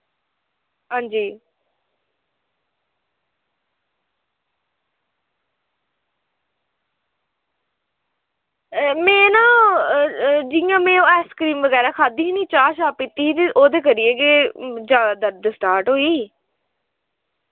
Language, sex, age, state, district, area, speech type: Dogri, female, 18-30, Jammu and Kashmir, Udhampur, rural, conversation